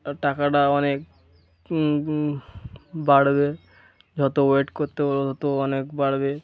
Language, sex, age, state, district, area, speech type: Bengali, male, 18-30, West Bengal, Uttar Dinajpur, urban, spontaneous